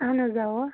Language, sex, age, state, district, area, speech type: Kashmiri, female, 30-45, Jammu and Kashmir, Shopian, rural, conversation